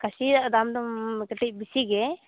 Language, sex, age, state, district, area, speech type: Santali, female, 18-30, West Bengal, Purulia, rural, conversation